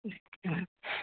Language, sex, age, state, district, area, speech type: Kashmiri, female, 18-30, Jammu and Kashmir, Ganderbal, rural, conversation